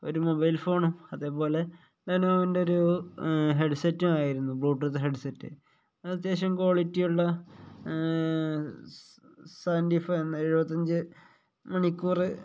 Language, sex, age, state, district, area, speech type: Malayalam, male, 30-45, Kerala, Kozhikode, rural, spontaneous